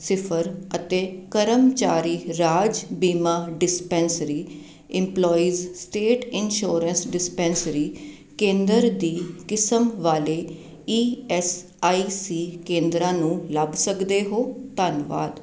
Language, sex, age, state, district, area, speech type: Punjabi, female, 30-45, Punjab, Jalandhar, urban, read